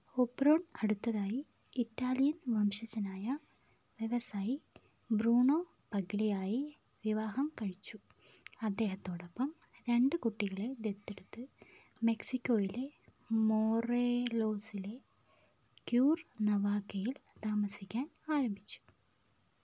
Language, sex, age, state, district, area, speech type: Malayalam, female, 45-60, Kerala, Wayanad, rural, read